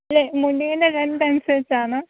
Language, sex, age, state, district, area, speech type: Malayalam, female, 18-30, Kerala, Alappuzha, rural, conversation